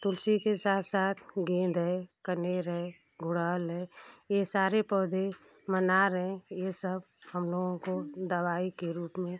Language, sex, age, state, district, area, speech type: Hindi, female, 45-60, Uttar Pradesh, Ghazipur, rural, spontaneous